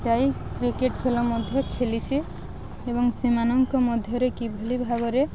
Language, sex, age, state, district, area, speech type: Odia, female, 18-30, Odisha, Balangir, urban, spontaneous